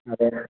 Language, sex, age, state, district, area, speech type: Kannada, male, 45-60, Karnataka, Gulbarga, urban, conversation